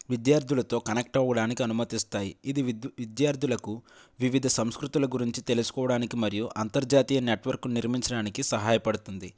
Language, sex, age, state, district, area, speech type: Telugu, male, 18-30, Andhra Pradesh, Konaseema, rural, spontaneous